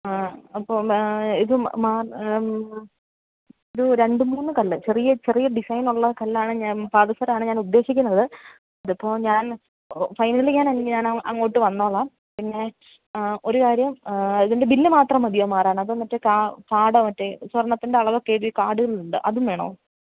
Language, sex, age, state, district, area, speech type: Malayalam, female, 30-45, Kerala, Idukki, rural, conversation